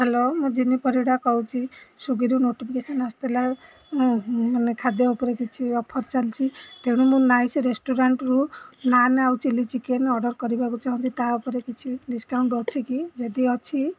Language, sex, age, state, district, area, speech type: Odia, female, 45-60, Odisha, Rayagada, rural, spontaneous